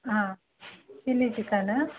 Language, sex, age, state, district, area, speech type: Kannada, female, 30-45, Karnataka, Mysore, rural, conversation